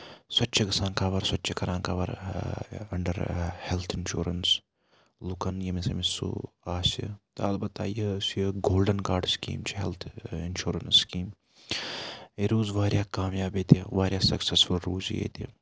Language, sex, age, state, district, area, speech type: Kashmiri, male, 30-45, Jammu and Kashmir, Srinagar, urban, spontaneous